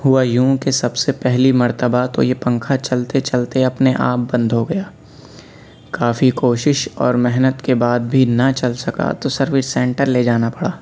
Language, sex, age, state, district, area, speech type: Urdu, male, 18-30, Delhi, Central Delhi, urban, spontaneous